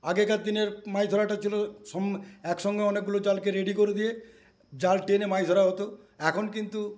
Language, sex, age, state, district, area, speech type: Bengali, male, 60+, West Bengal, Paschim Medinipur, rural, spontaneous